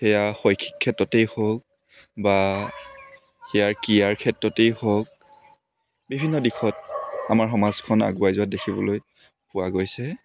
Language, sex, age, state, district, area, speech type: Assamese, male, 18-30, Assam, Dibrugarh, urban, spontaneous